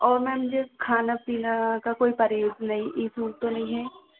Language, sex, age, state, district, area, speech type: Hindi, female, 18-30, Madhya Pradesh, Chhindwara, urban, conversation